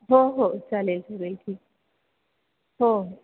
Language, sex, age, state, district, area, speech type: Marathi, female, 30-45, Maharashtra, Ahmednagar, urban, conversation